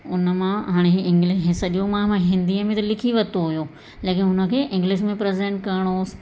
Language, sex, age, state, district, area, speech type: Sindhi, female, 45-60, Madhya Pradesh, Katni, urban, spontaneous